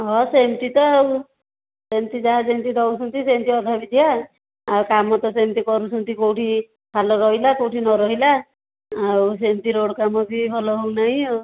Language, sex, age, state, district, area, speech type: Odia, female, 60+, Odisha, Khordha, rural, conversation